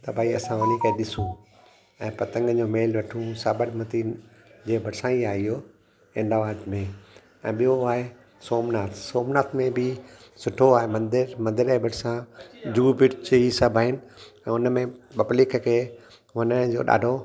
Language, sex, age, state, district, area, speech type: Sindhi, male, 60+, Gujarat, Kutch, urban, spontaneous